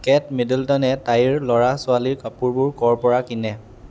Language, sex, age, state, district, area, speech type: Assamese, male, 18-30, Assam, Dhemaji, rural, read